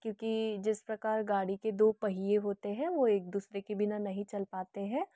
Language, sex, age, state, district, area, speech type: Hindi, female, 18-30, Madhya Pradesh, Betul, rural, spontaneous